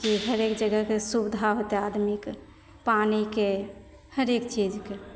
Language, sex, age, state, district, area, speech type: Maithili, female, 18-30, Bihar, Begusarai, rural, spontaneous